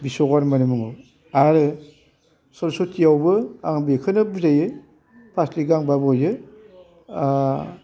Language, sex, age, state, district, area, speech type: Bodo, male, 60+, Assam, Baksa, rural, spontaneous